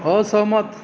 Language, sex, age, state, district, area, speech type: Marathi, male, 45-60, Maharashtra, Akola, rural, read